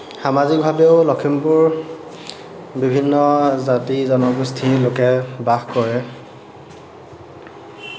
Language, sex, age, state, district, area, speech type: Assamese, male, 18-30, Assam, Lakhimpur, rural, spontaneous